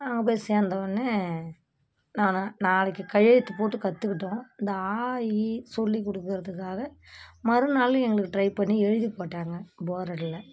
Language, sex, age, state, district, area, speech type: Tamil, female, 60+, Tamil Nadu, Kallakurichi, urban, spontaneous